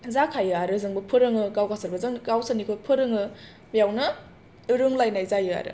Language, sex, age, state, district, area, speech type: Bodo, female, 18-30, Assam, Chirang, urban, spontaneous